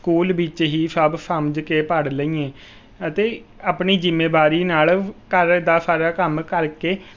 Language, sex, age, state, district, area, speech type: Punjabi, male, 18-30, Punjab, Rupnagar, rural, spontaneous